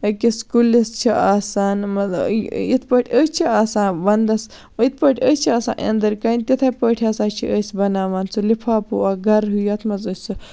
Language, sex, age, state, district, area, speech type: Kashmiri, female, 45-60, Jammu and Kashmir, Baramulla, rural, spontaneous